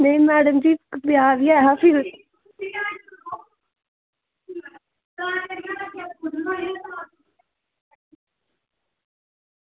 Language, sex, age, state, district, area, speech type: Dogri, female, 18-30, Jammu and Kashmir, Samba, rural, conversation